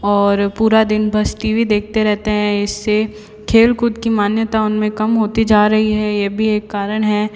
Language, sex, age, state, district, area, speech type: Hindi, female, 18-30, Rajasthan, Jodhpur, urban, spontaneous